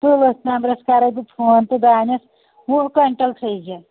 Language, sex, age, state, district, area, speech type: Kashmiri, female, 30-45, Jammu and Kashmir, Anantnag, rural, conversation